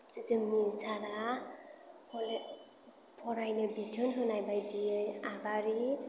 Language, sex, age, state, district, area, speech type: Bodo, female, 18-30, Assam, Chirang, urban, spontaneous